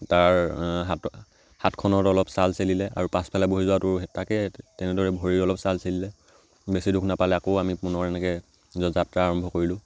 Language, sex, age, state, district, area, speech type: Assamese, male, 18-30, Assam, Charaideo, rural, spontaneous